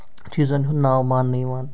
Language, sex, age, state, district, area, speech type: Kashmiri, male, 45-60, Jammu and Kashmir, Srinagar, urban, spontaneous